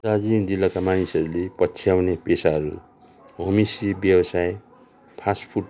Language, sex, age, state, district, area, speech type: Nepali, male, 45-60, West Bengal, Darjeeling, rural, spontaneous